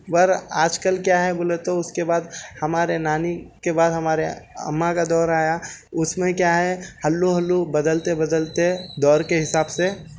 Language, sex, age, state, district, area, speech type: Urdu, male, 18-30, Telangana, Hyderabad, urban, spontaneous